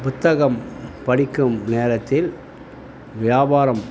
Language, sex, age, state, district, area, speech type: Tamil, male, 45-60, Tamil Nadu, Tiruvannamalai, rural, spontaneous